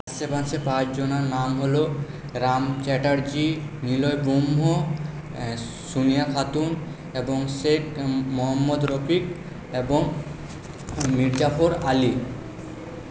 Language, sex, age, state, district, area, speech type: Bengali, male, 45-60, West Bengal, Purba Bardhaman, urban, spontaneous